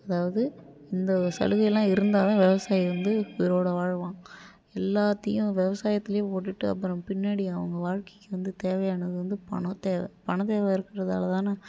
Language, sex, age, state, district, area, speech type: Tamil, female, 45-60, Tamil Nadu, Ariyalur, rural, spontaneous